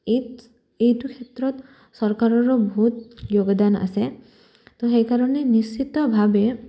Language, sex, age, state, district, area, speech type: Assamese, female, 18-30, Assam, Kamrup Metropolitan, urban, spontaneous